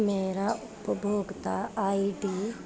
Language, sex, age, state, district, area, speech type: Punjabi, female, 30-45, Punjab, Gurdaspur, urban, read